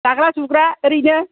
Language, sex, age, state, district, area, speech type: Bodo, female, 60+, Assam, Kokrajhar, rural, conversation